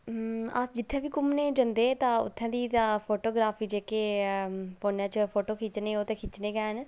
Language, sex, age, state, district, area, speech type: Dogri, female, 30-45, Jammu and Kashmir, Udhampur, urban, spontaneous